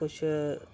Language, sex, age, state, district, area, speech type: Dogri, male, 30-45, Jammu and Kashmir, Reasi, rural, spontaneous